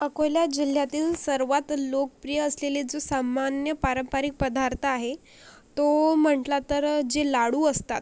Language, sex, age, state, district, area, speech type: Marathi, female, 45-60, Maharashtra, Akola, rural, spontaneous